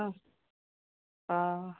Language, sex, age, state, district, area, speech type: Assamese, female, 60+, Assam, Goalpara, urban, conversation